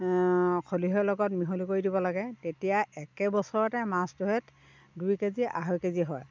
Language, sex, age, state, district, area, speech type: Assamese, female, 60+, Assam, Dhemaji, rural, spontaneous